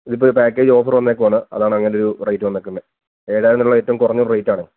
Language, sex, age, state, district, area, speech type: Malayalam, male, 18-30, Kerala, Pathanamthitta, rural, conversation